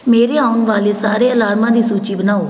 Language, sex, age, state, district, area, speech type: Punjabi, female, 30-45, Punjab, Patiala, urban, read